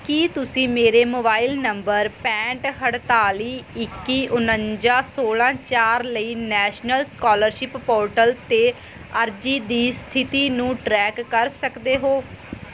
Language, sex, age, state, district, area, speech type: Punjabi, female, 30-45, Punjab, Mansa, urban, read